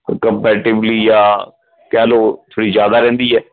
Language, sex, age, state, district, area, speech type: Punjabi, male, 45-60, Punjab, Fatehgarh Sahib, urban, conversation